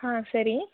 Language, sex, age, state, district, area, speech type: Kannada, female, 18-30, Karnataka, Chikkaballapur, rural, conversation